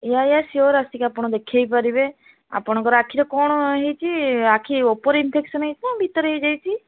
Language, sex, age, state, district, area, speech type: Odia, female, 18-30, Odisha, Bhadrak, rural, conversation